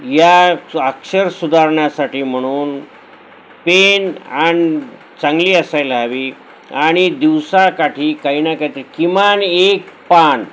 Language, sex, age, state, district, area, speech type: Marathi, male, 60+, Maharashtra, Nanded, urban, spontaneous